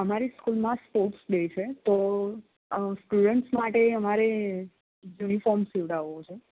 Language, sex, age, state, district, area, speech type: Gujarati, female, 18-30, Gujarat, Anand, urban, conversation